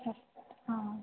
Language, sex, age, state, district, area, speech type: Sanskrit, female, 18-30, Kerala, Thrissur, urban, conversation